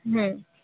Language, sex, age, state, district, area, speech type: Odia, female, 45-60, Odisha, Sambalpur, rural, conversation